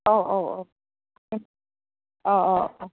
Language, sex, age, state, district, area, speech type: Bodo, female, 30-45, Assam, Udalguri, urban, conversation